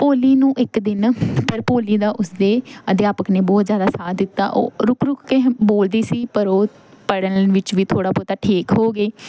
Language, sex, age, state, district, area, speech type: Punjabi, female, 18-30, Punjab, Pathankot, rural, spontaneous